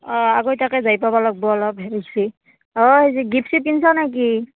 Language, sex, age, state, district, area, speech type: Assamese, female, 18-30, Assam, Barpeta, rural, conversation